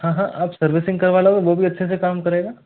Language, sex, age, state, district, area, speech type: Hindi, male, 60+, Rajasthan, Jaipur, urban, conversation